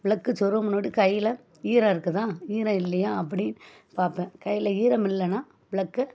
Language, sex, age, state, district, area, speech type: Tamil, female, 45-60, Tamil Nadu, Thoothukudi, rural, spontaneous